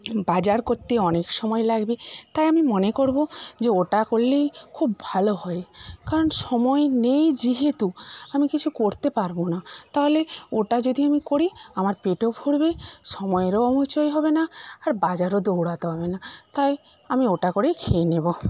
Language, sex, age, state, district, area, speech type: Bengali, female, 45-60, West Bengal, Jhargram, rural, spontaneous